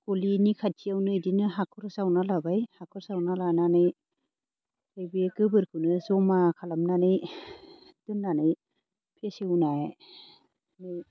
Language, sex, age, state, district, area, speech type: Bodo, female, 30-45, Assam, Baksa, rural, spontaneous